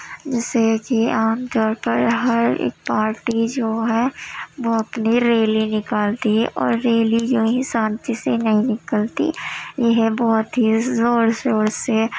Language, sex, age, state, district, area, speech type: Urdu, female, 18-30, Uttar Pradesh, Gautam Buddha Nagar, urban, spontaneous